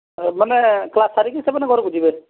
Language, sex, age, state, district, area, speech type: Odia, male, 30-45, Odisha, Boudh, rural, conversation